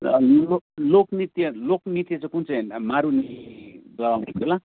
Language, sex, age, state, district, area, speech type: Nepali, male, 30-45, West Bengal, Darjeeling, rural, conversation